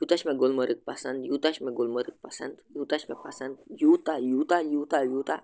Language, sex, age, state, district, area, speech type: Kashmiri, male, 30-45, Jammu and Kashmir, Bandipora, rural, spontaneous